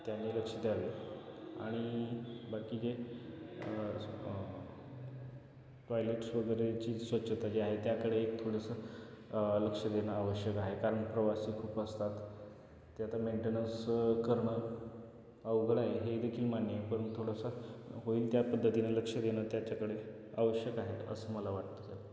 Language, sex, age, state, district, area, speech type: Marathi, male, 18-30, Maharashtra, Osmanabad, rural, spontaneous